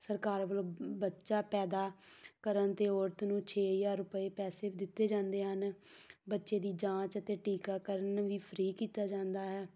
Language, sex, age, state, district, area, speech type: Punjabi, female, 18-30, Punjab, Tarn Taran, rural, spontaneous